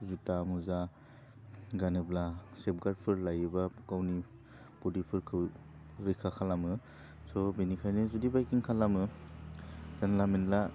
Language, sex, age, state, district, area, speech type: Bodo, male, 18-30, Assam, Udalguri, urban, spontaneous